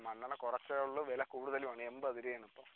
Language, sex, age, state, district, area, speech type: Malayalam, male, 18-30, Kerala, Kollam, rural, conversation